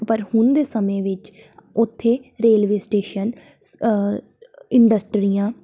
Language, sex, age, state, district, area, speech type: Punjabi, female, 18-30, Punjab, Tarn Taran, urban, spontaneous